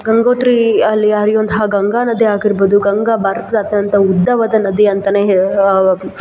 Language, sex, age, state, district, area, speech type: Kannada, female, 18-30, Karnataka, Kolar, rural, spontaneous